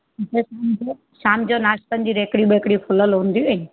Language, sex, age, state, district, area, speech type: Sindhi, female, 30-45, Gujarat, Surat, urban, conversation